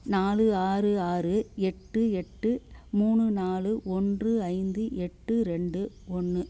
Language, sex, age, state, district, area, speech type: Tamil, female, 60+, Tamil Nadu, Kallakurichi, rural, spontaneous